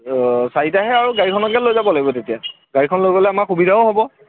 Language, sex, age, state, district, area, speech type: Assamese, male, 30-45, Assam, Golaghat, urban, conversation